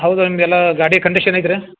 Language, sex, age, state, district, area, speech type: Kannada, male, 60+, Karnataka, Dharwad, rural, conversation